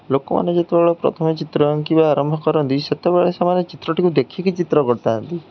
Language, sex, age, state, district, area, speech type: Odia, male, 18-30, Odisha, Jagatsinghpur, rural, spontaneous